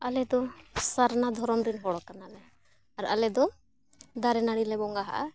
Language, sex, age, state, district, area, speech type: Santali, female, 30-45, Jharkhand, Bokaro, rural, spontaneous